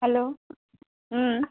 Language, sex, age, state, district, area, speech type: Bengali, female, 30-45, West Bengal, Birbhum, urban, conversation